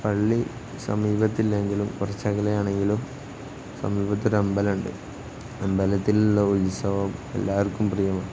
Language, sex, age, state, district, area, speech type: Malayalam, male, 18-30, Kerala, Kozhikode, rural, spontaneous